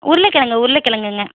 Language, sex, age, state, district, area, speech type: Tamil, female, 18-30, Tamil Nadu, Erode, rural, conversation